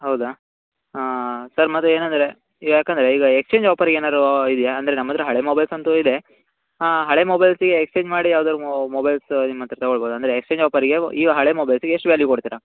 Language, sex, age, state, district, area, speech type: Kannada, male, 18-30, Karnataka, Uttara Kannada, rural, conversation